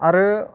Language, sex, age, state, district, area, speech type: Bodo, male, 30-45, Assam, Chirang, rural, spontaneous